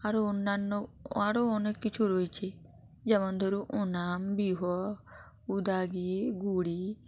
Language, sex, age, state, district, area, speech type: Bengali, female, 45-60, West Bengal, Hooghly, urban, spontaneous